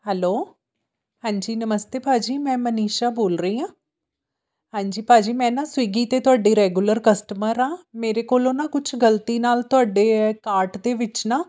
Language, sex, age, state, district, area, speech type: Punjabi, female, 30-45, Punjab, Amritsar, urban, spontaneous